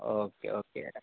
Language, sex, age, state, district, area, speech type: Kannada, male, 18-30, Karnataka, Koppal, rural, conversation